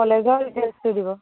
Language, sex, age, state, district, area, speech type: Assamese, female, 18-30, Assam, Dhemaji, urban, conversation